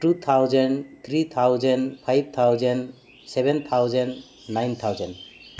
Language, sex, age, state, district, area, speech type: Santali, male, 45-60, West Bengal, Birbhum, rural, spontaneous